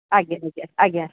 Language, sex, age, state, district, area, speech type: Odia, female, 30-45, Odisha, Koraput, urban, conversation